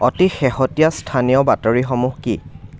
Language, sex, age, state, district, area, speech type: Assamese, male, 30-45, Assam, Dibrugarh, rural, read